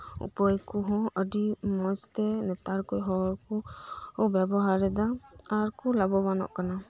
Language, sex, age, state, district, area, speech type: Santali, female, 30-45, West Bengal, Birbhum, rural, spontaneous